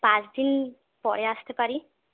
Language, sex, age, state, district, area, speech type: Bengali, female, 18-30, West Bengal, Purulia, urban, conversation